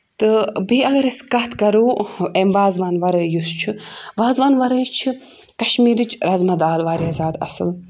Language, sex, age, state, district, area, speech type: Kashmiri, female, 18-30, Jammu and Kashmir, Budgam, urban, spontaneous